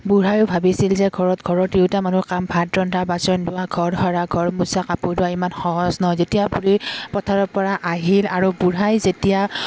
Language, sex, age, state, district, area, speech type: Assamese, female, 18-30, Assam, Udalguri, urban, spontaneous